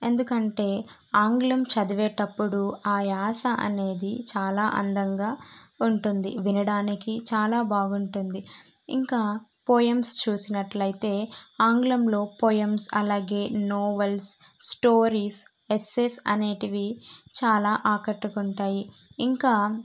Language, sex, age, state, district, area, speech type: Telugu, female, 18-30, Andhra Pradesh, Kadapa, urban, spontaneous